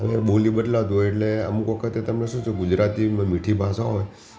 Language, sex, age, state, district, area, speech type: Gujarati, male, 60+, Gujarat, Ahmedabad, urban, spontaneous